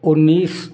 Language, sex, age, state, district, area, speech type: Hindi, male, 60+, Uttar Pradesh, Prayagraj, rural, spontaneous